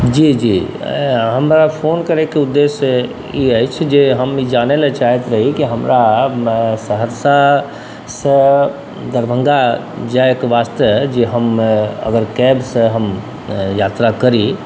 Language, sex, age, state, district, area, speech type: Maithili, male, 45-60, Bihar, Saharsa, urban, spontaneous